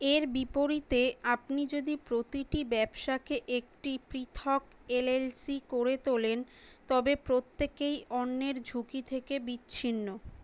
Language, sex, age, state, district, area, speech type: Bengali, female, 18-30, West Bengal, Kolkata, urban, read